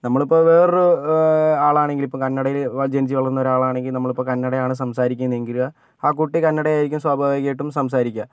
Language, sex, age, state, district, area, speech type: Malayalam, male, 45-60, Kerala, Kozhikode, urban, spontaneous